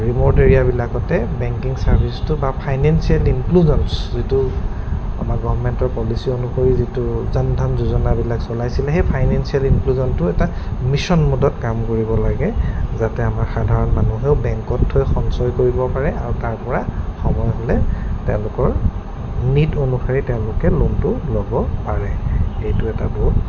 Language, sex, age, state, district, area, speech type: Assamese, male, 30-45, Assam, Goalpara, urban, spontaneous